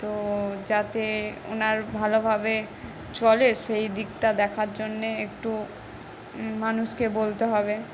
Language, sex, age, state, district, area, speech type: Bengali, female, 18-30, West Bengal, Howrah, urban, spontaneous